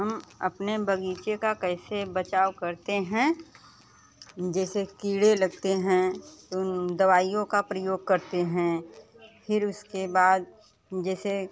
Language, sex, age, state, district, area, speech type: Hindi, female, 30-45, Uttar Pradesh, Bhadohi, rural, spontaneous